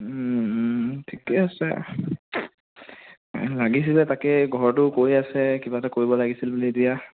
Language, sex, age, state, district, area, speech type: Assamese, male, 30-45, Assam, Sonitpur, rural, conversation